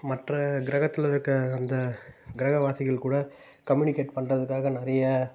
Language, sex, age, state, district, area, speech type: Tamil, male, 18-30, Tamil Nadu, Tiruvannamalai, urban, spontaneous